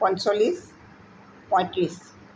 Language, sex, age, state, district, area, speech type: Assamese, female, 45-60, Assam, Tinsukia, rural, spontaneous